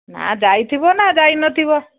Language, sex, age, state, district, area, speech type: Odia, female, 45-60, Odisha, Angul, rural, conversation